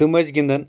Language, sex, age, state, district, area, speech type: Kashmiri, male, 18-30, Jammu and Kashmir, Anantnag, rural, spontaneous